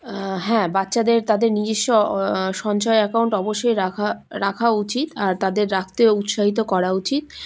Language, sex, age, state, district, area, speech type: Bengali, female, 30-45, West Bengal, Malda, rural, spontaneous